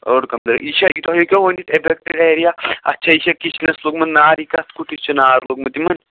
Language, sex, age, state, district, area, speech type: Kashmiri, male, 18-30, Jammu and Kashmir, Pulwama, urban, conversation